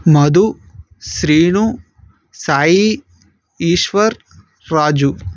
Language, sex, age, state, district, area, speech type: Telugu, male, 30-45, Andhra Pradesh, Vizianagaram, rural, spontaneous